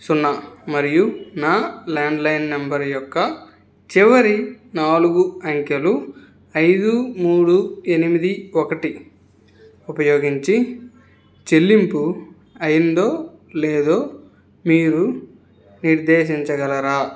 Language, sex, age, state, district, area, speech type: Telugu, male, 18-30, Andhra Pradesh, N T Rama Rao, urban, read